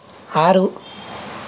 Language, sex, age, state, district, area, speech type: Telugu, male, 18-30, Telangana, Nalgonda, urban, read